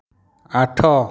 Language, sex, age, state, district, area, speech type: Odia, male, 60+, Odisha, Dhenkanal, rural, read